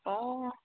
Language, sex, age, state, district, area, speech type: Manipuri, female, 18-30, Manipur, Senapati, urban, conversation